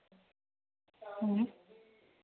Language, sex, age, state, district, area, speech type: Santali, female, 18-30, West Bengal, Paschim Bardhaman, rural, conversation